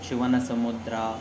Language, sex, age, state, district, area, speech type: Kannada, male, 60+, Karnataka, Kolar, rural, spontaneous